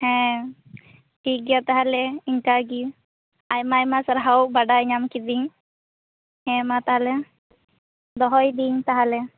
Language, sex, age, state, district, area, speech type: Santali, female, 18-30, West Bengal, Purba Bardhaman, rural, conversation